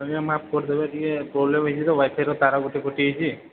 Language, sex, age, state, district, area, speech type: Odia, male, 18-30, Odisha, Sambalpur, rural, conversation